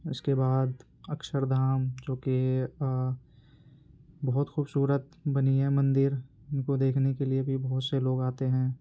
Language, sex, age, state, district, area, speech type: Urdu, male, 18-30, Uttar Pradesh, Ghaziabad, urban, spontaneous